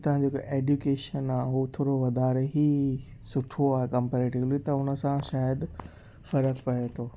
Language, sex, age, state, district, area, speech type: Sindhi, male, 18-30, Gujarat, Kutch, urban, spontaneous